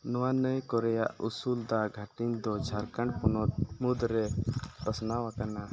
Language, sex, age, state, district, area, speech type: Santali, male, 18-30, Jharkhand, Seraikela Kharsawan, rural, read